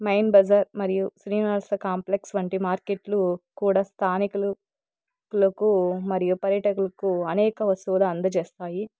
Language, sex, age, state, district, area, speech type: Telugu, female, 30-45, Andhra Pradesh, Nandyal, urban, spontaneous